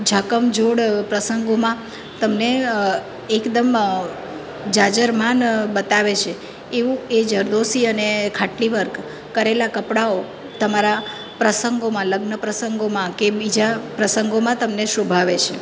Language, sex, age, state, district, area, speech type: Gujarati, female, 45-60, Gujarat, Surat, urban, spontaneous